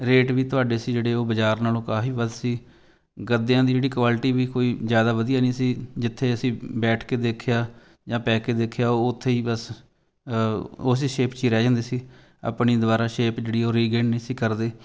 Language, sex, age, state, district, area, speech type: Punjabi, male, 45-60, Punjab, Fatehgarh Sahib, urban, spontaneous